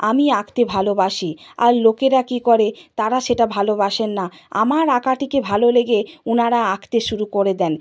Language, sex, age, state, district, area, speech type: Bengali, female, 60+, West Bengal, Purba Medinipur, rural, spontaneous